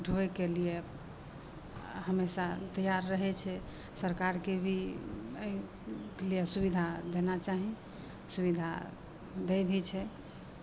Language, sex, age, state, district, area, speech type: Maithili, female, 45-60, Bihar, Madhepura, urban, spontaneous